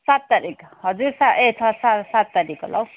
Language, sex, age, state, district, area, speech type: Nepali, female, 45-60, West Bengal, Darjeeling, rural, conversation